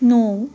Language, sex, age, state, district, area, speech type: Punjabi, female, 30-45, Punjab, Jalandhar, urban, spontaneous